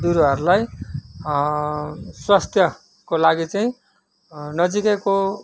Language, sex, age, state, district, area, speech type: Nepali, male, 45-60, West Bengal, Kalimpong, rural, spontaneous